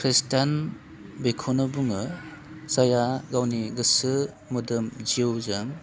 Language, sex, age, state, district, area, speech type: Bodo, male, 30-45, Assam, Udalguri, urban, spontaneous